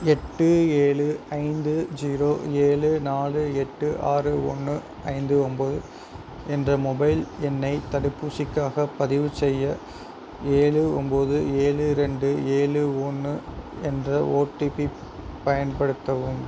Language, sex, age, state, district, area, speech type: Tamil, male, 30-45, Tamil Nadu, Sivaganga, rural, read